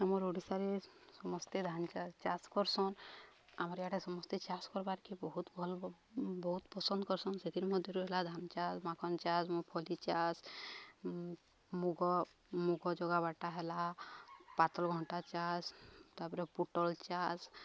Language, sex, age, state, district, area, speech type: Odia, female, 30-45, Odisha, Balangir, urban, spontaneous